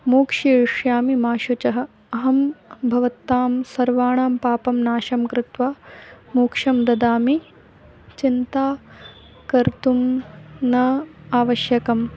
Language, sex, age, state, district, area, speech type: Sanskrit, female, 18-30, Madhya Pradesh, Ujjain, urban, spontaneous